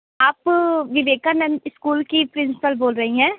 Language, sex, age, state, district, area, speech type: Hindi, female, 18-30, Uttar Pradesh, Sonbhadra, rural, conversation